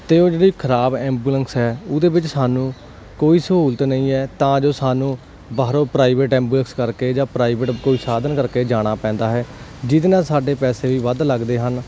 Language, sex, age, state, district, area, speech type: Punjabi, male, 18-30, Punjab, Hoshiarpur, rural, spontaneous